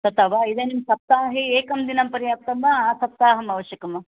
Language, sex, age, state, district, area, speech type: Sanskrit, female, 60+, Karnataka, Bangalore Urban, urban, conversation